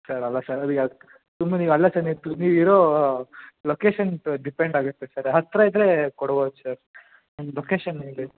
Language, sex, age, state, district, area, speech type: Kannada, male, 18-30, Karnataka, Chikkamagaluru, rural, conversation